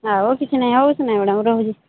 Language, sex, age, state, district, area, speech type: Odia, male, 18-30, Odisha, Sambalpur, rural, conversation